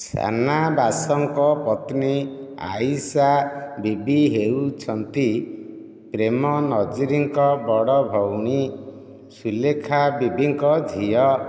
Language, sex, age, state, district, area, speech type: Odia, male, 60+, Odisha, Nayagarh, rural, read